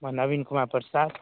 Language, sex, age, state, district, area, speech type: Maithili, male, 30-45, Bihar, Darbhanga, rural, conversation